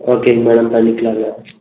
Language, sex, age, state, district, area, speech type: Tamil, male, 18-30, Tamil Nadu, Erode, rural, conversation